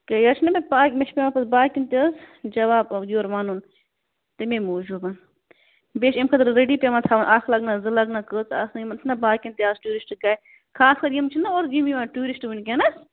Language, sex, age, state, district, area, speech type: Kashmiri, female, 18-30, Jammu and Kashmir, Bandipora, rural, conversation